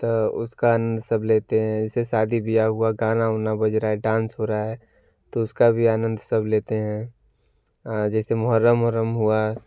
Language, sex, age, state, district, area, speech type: Hindi, male, 18-30, Uttar Pradesh, Varanasi, rural, spontaneous